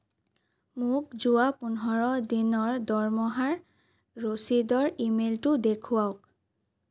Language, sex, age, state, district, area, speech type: Assamese, female, 18-30, Assam, Sonitpur, rural, read